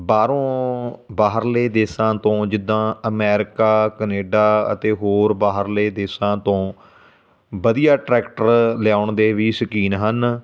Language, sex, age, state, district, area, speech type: Punjabi, male, 30-45, Punjab, Fatehgarh Sahib, urban, spontaneous